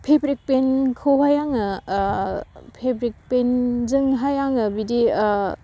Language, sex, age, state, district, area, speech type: Bodo, female, 18-30, Assam, Udalguri, urban, spontaneous